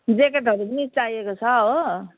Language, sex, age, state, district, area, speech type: Nepali, female, 60+, West Bengal, Jalpaiguri, rural, conversation